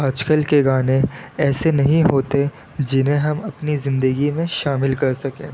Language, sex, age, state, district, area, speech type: Urdu, male, 18-30, Delhi, Central Delhi, urban, spontaneous